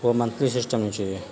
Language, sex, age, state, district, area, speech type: Urdu, male, 45-60, Bihar, Gaya, urban, spontaneous